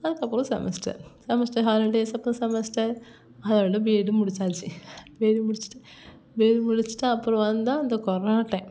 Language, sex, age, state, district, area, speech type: Tamil, female, 18-30, Tamil Nadu, Thanjavur, rural, spontaneous